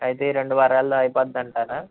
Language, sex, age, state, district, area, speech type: Telugu, male, 30-45, Andhra Pradesh, Anantapur, urban, conversation